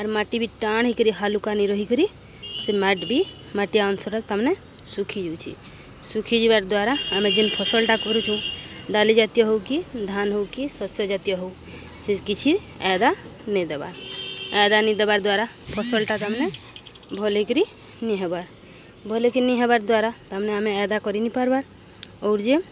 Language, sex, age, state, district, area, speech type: Odia, female, 45-60, Odisha, Balangir, urban, spontaneous